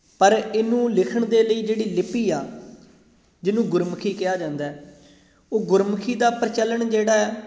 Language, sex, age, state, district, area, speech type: Punjabi, male, 18-30, Punjab, Gurdaspur, rural, spontaneous